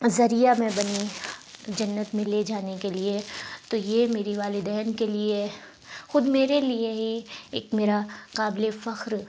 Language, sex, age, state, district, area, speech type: Urdu, female, 30-45, Uttar Pradesh, Lucknow, urban, spontaneous